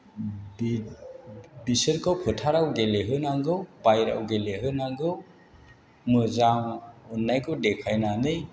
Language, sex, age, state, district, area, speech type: Bodo, male, 60+, Assam, Chirang, rural, spontaneous